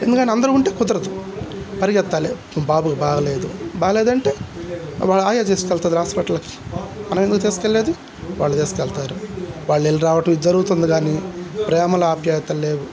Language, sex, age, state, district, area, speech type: Telugu, male, 60+, Andhra Pradesh, Guntur, urban, spontaneous